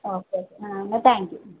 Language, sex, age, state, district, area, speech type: Malayalam, female, 18-30, Kerala, Palakkad, rural, conversation